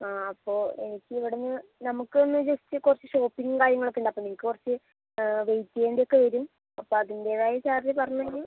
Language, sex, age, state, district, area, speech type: Malayalam, female, 30-45, Kerala, Kozhikode, urban, conversation